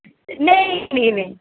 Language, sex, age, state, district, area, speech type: Dogri, female, 18-30, Jammu and Kashmir, Jammu, rural, conversation